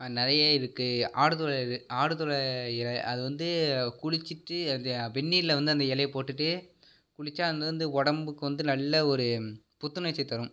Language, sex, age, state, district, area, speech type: Tamil, male, 30-45, Tamil Nadu, Tiruvarur, urban, spontaneous